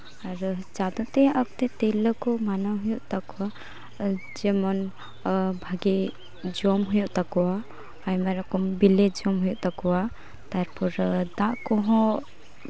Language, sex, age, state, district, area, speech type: Santali, female, 18-30, West Bengal, Uttar Dinajpur, rural, spontaneous